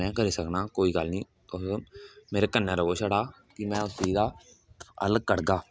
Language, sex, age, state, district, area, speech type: Dogri, male, 18-30, Jammu and Kashmir, Kathua, rural, spontaneous